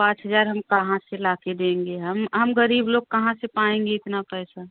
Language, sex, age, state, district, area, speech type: Hindi, female, 30-45, Uttar Pradesh, Prayagraj, rural, conversation